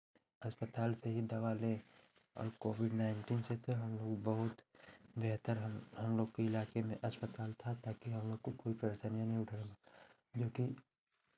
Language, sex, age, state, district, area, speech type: Hindi, male, 18-30, Uttar Pradesh, Chandauli, urban, spontaneous